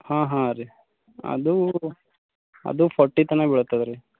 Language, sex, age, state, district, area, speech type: Kannada, male, 18-30, Karnataka, Gulbarga, rural, conversation